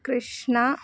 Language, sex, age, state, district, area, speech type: Tamil, female, 30-45, Tamil Nadu, Chennai, urban, spontaneous